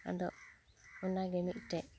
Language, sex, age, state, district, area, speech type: Santali, female, 45-60, West Bengal, Uttar Dinajpur, rural, spontaneous